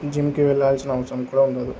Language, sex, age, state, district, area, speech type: Telugu, male, 18-30, Andhra Pradesh, Kurnool, rural, spontaneous